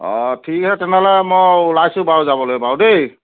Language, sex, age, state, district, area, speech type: Assamese, male, 30-45, Assam, Sivasagar, rural, conversation